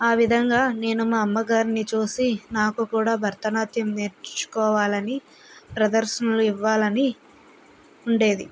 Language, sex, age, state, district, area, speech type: Telugu, female, 30-45, Andhra Pradesh, Vizianagaram, rural, spontaneous